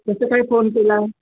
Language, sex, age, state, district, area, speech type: Marathi, male, 60+, Maharashtra, Sangli, urban, conversation